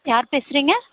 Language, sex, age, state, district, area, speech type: Tamil, female, 30-45, Tamil Nadu, Chennai, urban, conversation